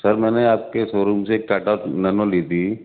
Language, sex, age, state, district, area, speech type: Urdu, male, 60+, Delhi, South Delhi, urban, conversation